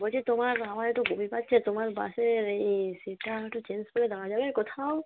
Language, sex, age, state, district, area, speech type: Bengali, female, 45-60, West Bengal, Darjeeling, urban, conversation